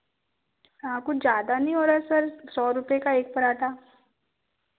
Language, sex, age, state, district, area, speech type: Hindi, female, 18-30, Madhya Pradesh, Betul, rural, conversation